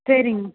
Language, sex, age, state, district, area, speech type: Tamil, female, 18-30, Tamil Nadu, Coimbatore, rural, conversation